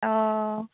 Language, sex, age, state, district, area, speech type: Assamese, female, 30-45, Assam, Udalguri, urban, conversation